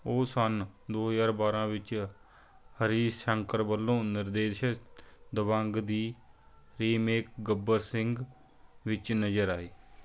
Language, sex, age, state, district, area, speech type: Punjabi, male, 30-45, Punjab, Fatehgarh Sahib, rural, read